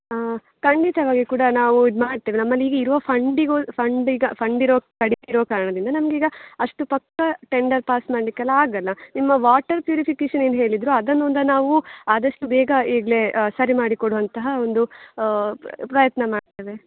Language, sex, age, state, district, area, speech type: Kannada, female, 18-30, Karnataka, Dakshina Kannada, urban, conversation